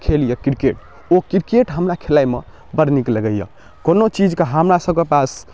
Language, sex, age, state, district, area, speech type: Maithili, male, 18-30, Bihar, Darbhanga, rural, spontaneous